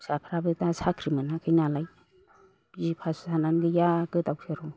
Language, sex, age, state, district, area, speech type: Bodo, male, 60+, Assam, Chirang, rural, spontaneous